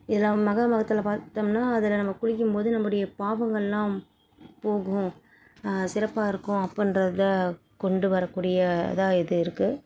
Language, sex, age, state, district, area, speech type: Tamil, female, 30-45, Tamil Nadu, Salem, rural, spontaneous